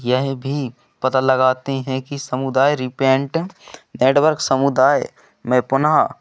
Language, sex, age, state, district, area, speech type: Hindi, male, 18-30, Madhya Pradesh, Seoni, urban, spontaneous